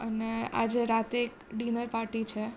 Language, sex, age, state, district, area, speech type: Gujarati, female, 18-30, Gujarat, Surat, urban, spontaneous